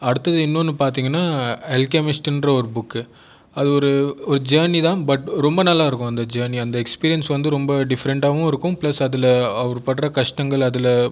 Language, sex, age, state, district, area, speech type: Tamil, male, 18-30, Tamil Nadu, Viluppuram, urban, spontaneous